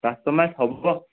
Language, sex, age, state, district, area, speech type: Assamese, male, 45-60, Assam, Charaideo, rural, conversation